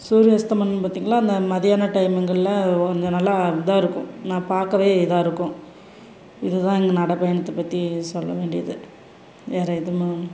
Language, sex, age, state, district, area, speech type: Tamil, female, 30-45, Tamil Nadu, Salem, rural, spontaneous